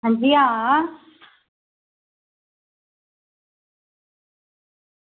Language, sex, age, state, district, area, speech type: Dogri, female, 30-45, Jammu and Kashmir, Samba, rural, conversation